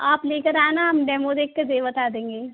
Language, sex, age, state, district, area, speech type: Hindi, female, 18-30, Rajasthan, Karauli, rural, conversation